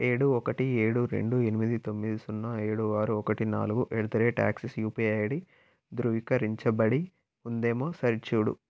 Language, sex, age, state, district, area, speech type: Telugu, male, 18-30, Telangana, Peddapalli, rural, read